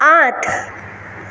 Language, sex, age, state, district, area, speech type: Assamese, female, 18-30, Assam, Jorhat, rural, read